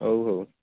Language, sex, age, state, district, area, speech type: Odia, male, 30-45, Odisha, Nabarangpur, urban, conversation